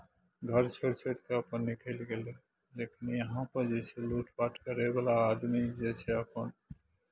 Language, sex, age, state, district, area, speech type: Maithili, male, 60+, Bihar, Madhepura, rural, spontaneous